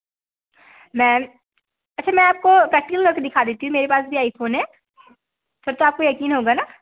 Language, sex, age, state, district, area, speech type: Hindi, female, 30-45, Madhya Pradesh, Balaghat, rural, conversation